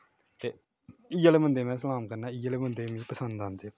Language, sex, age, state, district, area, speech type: Dogri, male, 18-30, Jammu and Kashmir, Kathua, rural, spontaneous